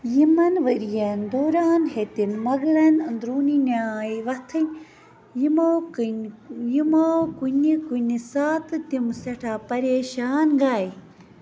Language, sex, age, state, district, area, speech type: Kashmiri, female, 60+, Jammu and Kashmir, Budgam, rural, read